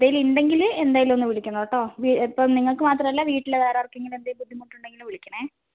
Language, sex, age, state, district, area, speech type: Malayalam, female, 45-60, Kerala, Wayanad, rural, conversation